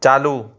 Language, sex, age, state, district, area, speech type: Sindhi, male, 30-45, Maharashtra, Thane, urban, read